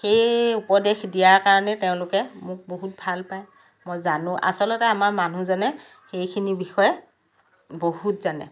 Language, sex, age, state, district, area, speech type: Assamese, female, 60+, Assam, Lakhimpur, urban, spontaneous